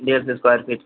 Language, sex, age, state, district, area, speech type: Hindi, male, 18-30, Uttar Pradesh, Pratapgarh, urban, conversation